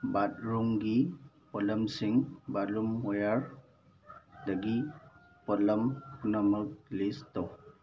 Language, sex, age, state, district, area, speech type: Manipuri, male, 18-30, Manipur, Thoubal, rural, read